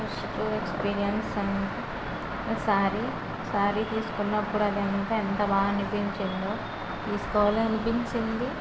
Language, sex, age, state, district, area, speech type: Telugu, female, 30-45, Andhra Pradesh, Kakinada, rural, spontaneous